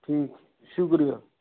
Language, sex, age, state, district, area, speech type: Urdu, male, 45-60, Delhi, Central Delhi, urban, conversation